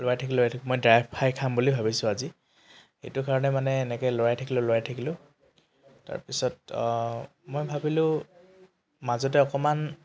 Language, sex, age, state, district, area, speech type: Assamese, male, 18-30, Assam, Tinsukia, urban, spontaneous